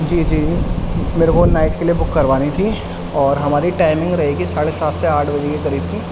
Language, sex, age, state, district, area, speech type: Urdu, male, 18-30, Delhi, East Delhi, urban, spontaneous